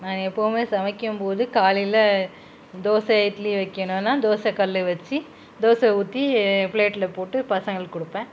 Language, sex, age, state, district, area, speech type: Tamil, female, 45-60, Tamil Nadu, Krishnagiri, rural, spontaneous